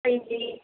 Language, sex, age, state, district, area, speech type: Urdu, female, 18-30, Uttar Pradesh, Gautam Buddha Nagar, rural, conversation